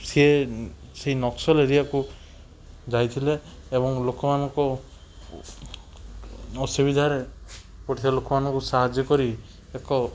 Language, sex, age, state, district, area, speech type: Odia, male, 18-30, Odisha, Cuttack, urban, spontaneous